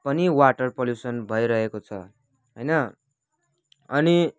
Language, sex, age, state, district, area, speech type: Nepali, male, 18-30, West Bengal, Kalimpong, rural, spontaneous